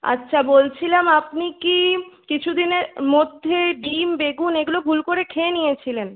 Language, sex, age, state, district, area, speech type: Bengali, female, 18-30, West Bengal, Purulia, urban, conversation